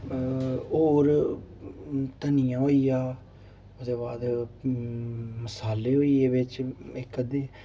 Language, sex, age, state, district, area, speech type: Dogri, male, 18-30, Jammu and Kashmir, Udhampur, rural, spontaneous